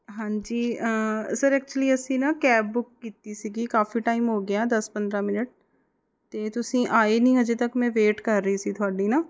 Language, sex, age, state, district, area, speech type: Punjabi, female, 30-45, Punjab, Mohali, urban, spontaneous